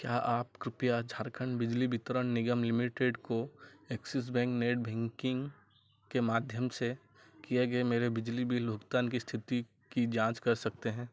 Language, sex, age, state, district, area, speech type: Hindi, male, 45-60, Madhya Pradesh, Chhindwara, rural, read